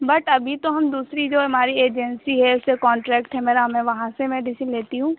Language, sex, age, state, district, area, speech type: Hindi, female, 30-45, Uttar Pradesh, Sitapur, rural, conversation